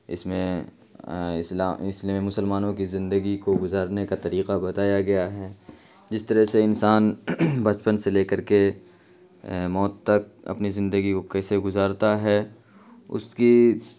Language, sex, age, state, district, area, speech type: Urdu, male, 30-45, Bihar, Khagaria, rural, spontaneous